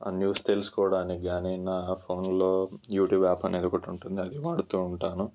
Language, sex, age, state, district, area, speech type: Telugu, male, 18-30, Telangana, Ranga Reddy, rural, spontaneous